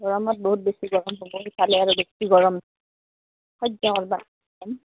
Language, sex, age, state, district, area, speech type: Assamese, female, 30-45, Assam, Goalpara, rural, conversation